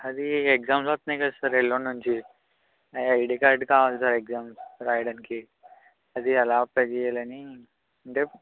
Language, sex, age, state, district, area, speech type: Telugu, male, 18-30, Andhra Pradesh, West Godavari, rural, conversation